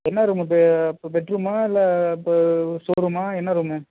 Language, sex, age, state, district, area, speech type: Tamil, female, 45-60, Tamil Nadu, Tiruvarur, rural, conversation